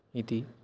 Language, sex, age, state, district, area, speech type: Sanskrit, male, 18-30, Maharashtra, Chandrapur, rural, spontaneous